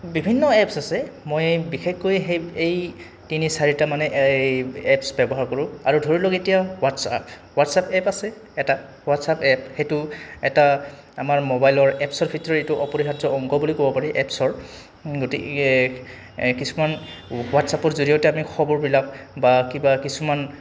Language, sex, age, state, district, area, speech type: Assamese, male, 18-30, Assam, Goalpara, rural, spontaneous